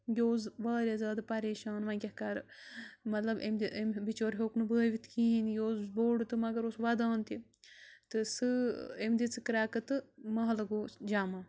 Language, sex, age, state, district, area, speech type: Kashmiri, female, 18-30, Jammu and Kashmir, Bandipora, rural, spontaneous